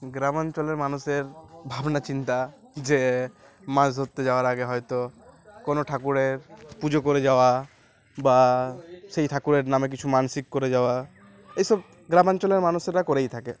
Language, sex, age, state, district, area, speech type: Bengali, male, 18-30, West Bengal, Uttar Dinajpur, urban, spontaneous